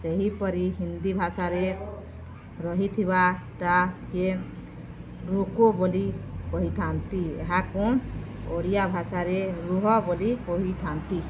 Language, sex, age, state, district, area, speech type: Odia, female, 45-60, Odisha, Balangir, urban, spontaneous